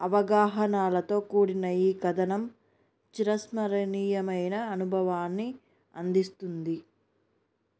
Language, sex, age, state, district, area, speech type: Telugu, female, 18-30, Andhra Pradesh, Sri Satya Sai, urban, spontaneous